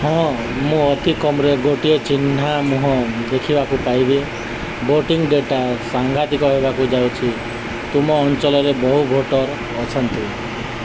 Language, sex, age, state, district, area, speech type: Odia, male, 30-45, Odisha, Nuapada, urban, read